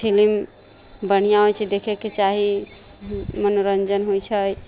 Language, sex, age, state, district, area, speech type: Maithili, female, 30-45, Bihar, Sitamarhi, rural, spontaneous